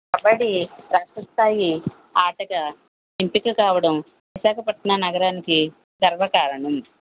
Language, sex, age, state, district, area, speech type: Telugu, female, 18-30, Andhra Pradesh, Konaseema, rural, conversation